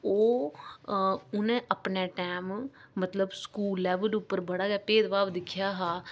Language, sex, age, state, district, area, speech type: Dogri, female, 30-45, Jammu and Kashmir, Udhampur, urban, spontaneous